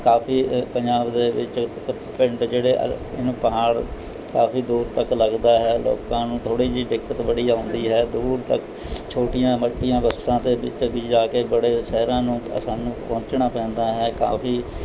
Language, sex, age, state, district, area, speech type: Punjabi, male, 60+, Punjab, Mohali, rural, spontaneous